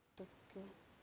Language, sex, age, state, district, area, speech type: Odia, male, 45-60, Odisha, Malkangiri, urban, spontaneous